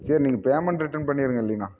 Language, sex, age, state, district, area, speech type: Tamil, male, 30-45, Tamil Nadu, Namakkal, rural, spontaneous